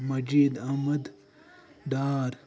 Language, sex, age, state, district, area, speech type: Kashmiri, male, 45-60, Jammu and Kashmir, Ganderbal, rural, spontaneous